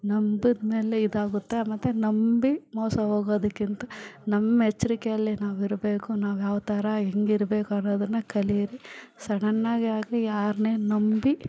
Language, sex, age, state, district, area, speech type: Kannada, female, 45-60, Karnataka, Bangalore Rural, rural, spontaneous